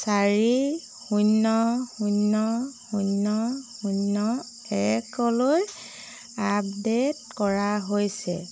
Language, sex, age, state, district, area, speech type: Assamese, female, 30-45, Assam, Jorhat, urban, read